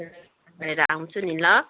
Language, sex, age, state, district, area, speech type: Nepali, female, 45-60, West Bengal, Kalimpong, rural, conversation